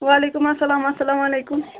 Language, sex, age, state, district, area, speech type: Kashmiri, female, 30-45, Jammu and Kashmir, Ganderbal, rural, conversation